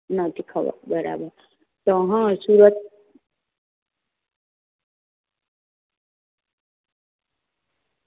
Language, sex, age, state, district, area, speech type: Gujarati, female, 30-45, Gujarat, Surat, rural, conversation